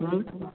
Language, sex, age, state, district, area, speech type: Bengali, male, 18-30, West Bengal, Nadia, rural, conversation